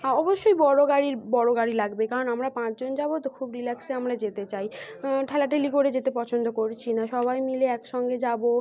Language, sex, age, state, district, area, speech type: Bengali, female, 18-30, West Bengal, North 24 Parganas, urban, spontaneous